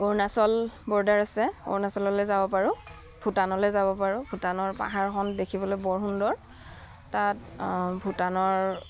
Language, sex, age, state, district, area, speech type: Assamese, female, 30-45, Assam, Udalguri, rural, spontaneous